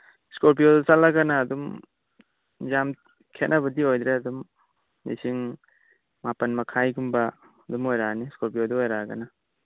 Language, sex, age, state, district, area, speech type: Manipuri, male, 18-30, Manipur, Churachandpur, rural, conversation